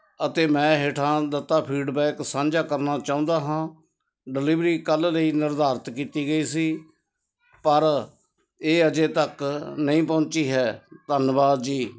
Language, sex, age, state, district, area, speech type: Punjabi, male, 60+, Punjab, Ludhiana, rural, read